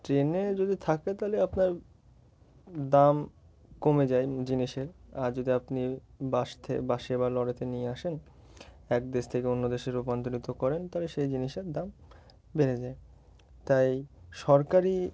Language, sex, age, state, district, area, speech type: Bengali, male, 18-30, West Bengal, Murshidabad, urban, spontaneous